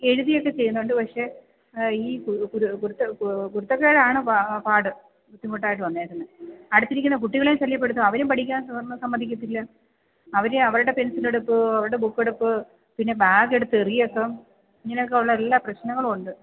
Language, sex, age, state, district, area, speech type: Malayalam, female, 30-45, Kerala, Kollam, rural, conversation